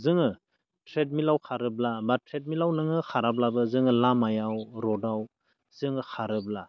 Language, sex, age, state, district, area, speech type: Bodo, male, 30-45, Assam, Baksa, rural, spontaneous